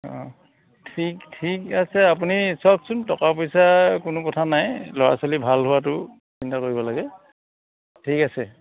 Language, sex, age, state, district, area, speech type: Assamese, male, 45-60, Assam, Dibrugarh, rural, conversation